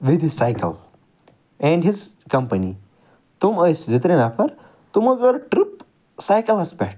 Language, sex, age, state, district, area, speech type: Kashmiri, male, 45-60, Jammu and Kashmir, Ganderbal, urban, spontaneous